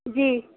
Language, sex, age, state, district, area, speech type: Urdu, female, 18-30, Uttar Pradesh, Balrampur, rural, conversation